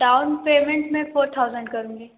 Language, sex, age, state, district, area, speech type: Hindi, female, 18-30, Uttar Pradesh, Sonbhadra, rural, conversation